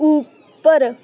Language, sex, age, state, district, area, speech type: Punjabi, female, 18-30, Punjab, Mansa, rural, read